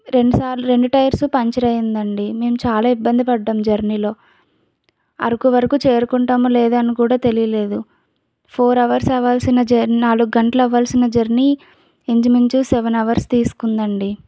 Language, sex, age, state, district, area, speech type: Telugu, female, 18-30, Andhra Pradesh, Visakhapatnam, rural, spontaneous